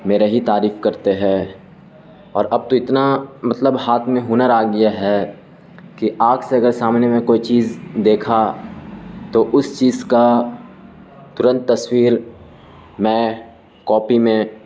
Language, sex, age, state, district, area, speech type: Urdu, male, 18-30, Bihar, Gaya, urban, spontaneous